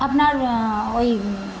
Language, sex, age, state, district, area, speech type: Bengali, female, 45-60, West Bengal, Birbhum, urban, spontaneous